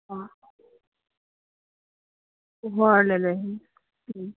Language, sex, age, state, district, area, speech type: Assamese, female, 45-60, Assam, Dibrugarh, rural, conversation